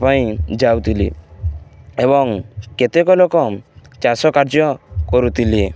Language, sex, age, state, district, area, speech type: Odia, male, 18-30, Odisha, Balangir, urban, spontaneous